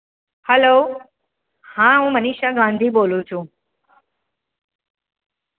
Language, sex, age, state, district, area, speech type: Gujarati, female, 45-60, Gujarat, Surat, urban, conversation